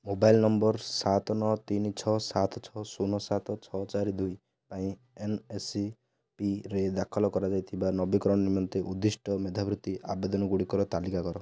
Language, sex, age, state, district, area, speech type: Odia, male, 30-45, Odisha, Ganjam, urban, read